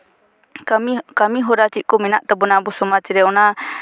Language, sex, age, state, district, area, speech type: Santali, female, 18-30, West Bengal, Purba Bardhaman, rural, spontaneous